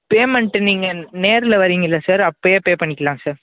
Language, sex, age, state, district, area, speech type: Tamil, male, 18-30, Tamil Nadu, Chennai, urban, conversation